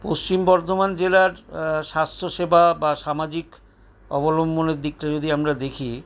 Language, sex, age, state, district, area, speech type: Bengali, male, 60+, West Bengal, Paschim Bardhaman, urban, spontaneous